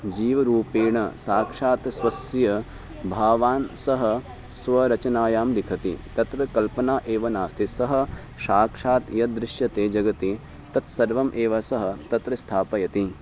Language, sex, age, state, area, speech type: Sanskrit, male, 18-30, Uttarakhand, urban, spontaneous